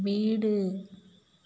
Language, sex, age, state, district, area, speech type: Tamil, female, 30-45, Tamil Nadu, Mayiladuthurai, rural, read